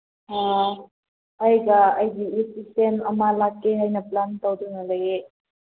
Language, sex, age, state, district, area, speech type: Manipuri, female, 18-30, Manipur, Senapati, urban, conversation